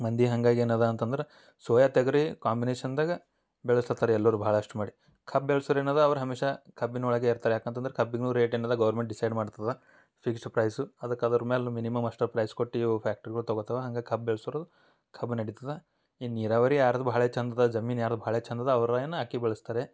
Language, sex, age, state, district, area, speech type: Kannada, male, 18-30, Karnataka, Bidar, urban, spontaneous